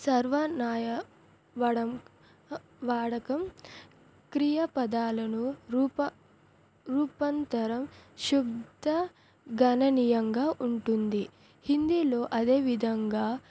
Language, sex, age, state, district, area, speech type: Telugu, female, 18-30, Andhra Pradesh, Sri Satya Sai, urban, spontaneous